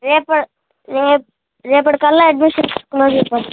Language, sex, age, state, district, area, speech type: Telugu, male, 18-30, Andhra Pradesh, Srikakulam, urban, conversation